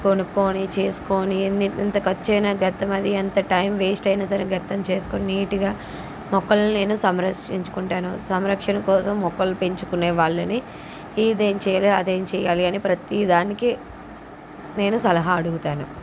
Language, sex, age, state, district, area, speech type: Telugu, female, 45-60, Andhra Pradesh, N T Rama Rao, urban, spontaneous